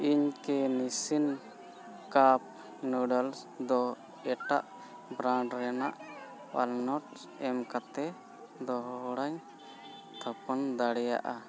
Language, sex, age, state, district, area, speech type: Santali, male, 45-60, Jharkhand, Bokaro, rural, read